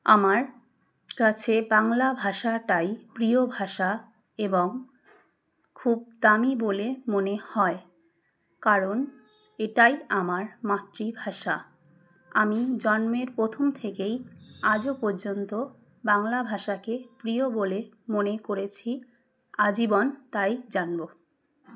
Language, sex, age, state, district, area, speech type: Bengali, female, 30-45, West Bengal, Dakshin Dinajpur, urban, spontaneous